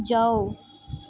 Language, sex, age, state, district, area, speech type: Punjabi, female, 18-30, Punjab, Mansa, urban, read